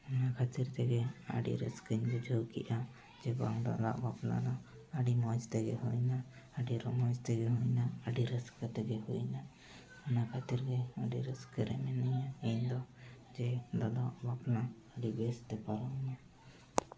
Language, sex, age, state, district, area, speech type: Santali, male, 18-30, Jharkhand, East Singhbhum, rural, spontaneous